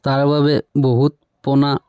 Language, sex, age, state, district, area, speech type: Assamese, male, 30-45, Assam, Barpeta, rural, spontaneous